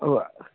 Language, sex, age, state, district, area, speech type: Maithili, male, 18-30, Bihar, Samastipur, rural, conversation